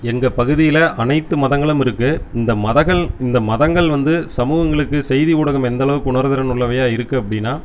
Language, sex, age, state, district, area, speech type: Tamil, male, 30-45, Tamil Nadu, Erode, rural, spontaneous